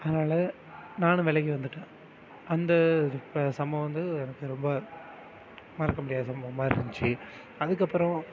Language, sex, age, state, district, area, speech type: Tamil, male, 18-30, Tamil Nadu, Mayiladuthurai, urban, spontaneous